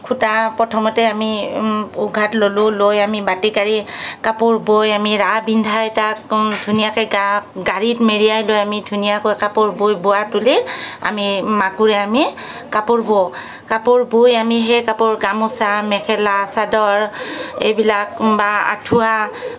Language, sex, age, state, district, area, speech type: Assamese, female, 45-60, Assam, Kamrup Metropolitan, urban, spontaneous